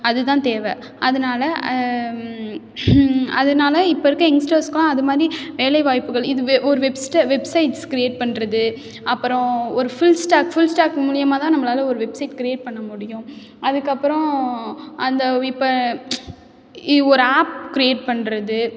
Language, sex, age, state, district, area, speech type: Tamil, female, 18-30, Tamil Nadu, Tiruchirappalli, rural, spontaneous